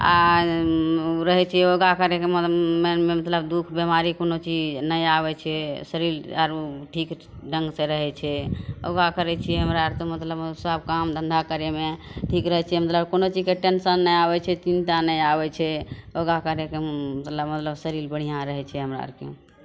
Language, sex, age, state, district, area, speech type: Maithili, female, 30-45, Bihar, Madhepura, rural, spontaneous